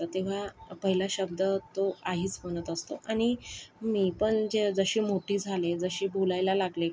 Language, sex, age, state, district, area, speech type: Marathi, female, 45-60, Maharashtra, Yavatmal, rural, spontaneous